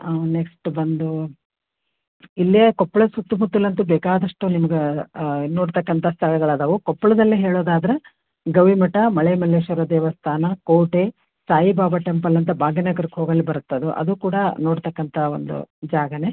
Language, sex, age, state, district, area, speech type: Kannada, female, 60+, Karnataka, Koppal, urban, conversation